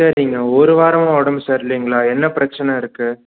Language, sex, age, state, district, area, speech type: Tamil, male, 18-30, Tamil Nadu, Salem, urban, conversation